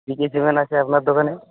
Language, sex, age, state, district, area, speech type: Bengali, male, 18-30, West Bengal, Uttar Dinajpur, urban, conversation